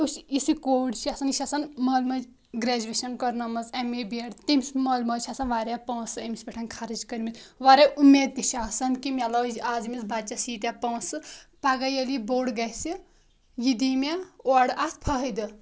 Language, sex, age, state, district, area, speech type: Kashmiri, female, 18-30, Jammu and Kashmir, Kulgam, rural, spontaneous